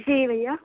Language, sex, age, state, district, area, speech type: Urdu, female, 18-30, Uttar Pradesh, Balrampur, rural, conversation